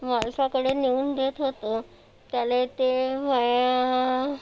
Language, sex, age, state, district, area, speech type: Marathi, female, 30-45, Maharashtra, Nagpur, urban, spontaneous